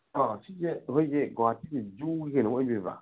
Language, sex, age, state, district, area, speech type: Manipuri, male, 30-45, Manipur, Senapati, rural, conversation